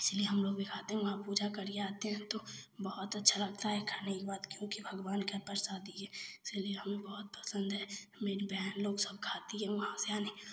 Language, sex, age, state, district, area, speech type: Hindi, female, 18-30, Bihar, Samastipur, rural, spontaneous